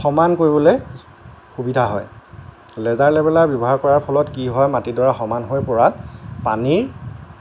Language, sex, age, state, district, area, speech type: Assamese, male, 30-45, Assam, Lakhimpur, rural, spontaneous